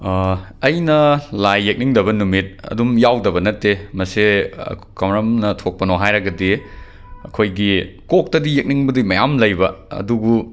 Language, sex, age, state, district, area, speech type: Manipuri, male, 18-30, Manipur, Imphal West, rural, spontaneous